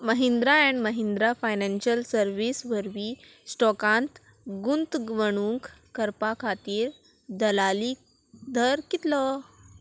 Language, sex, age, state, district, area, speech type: Goan Konkani, female, 18-30, Goa, Salcete, rural, read